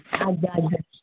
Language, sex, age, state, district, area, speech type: Odia, female, 60+, Odisha, Gajapati, rural, conversation